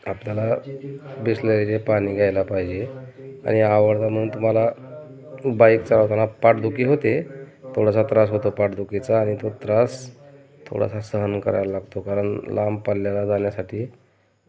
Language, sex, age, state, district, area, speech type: Marathi, male, 30-45, Maharashtra, Beed, rural, spontaneous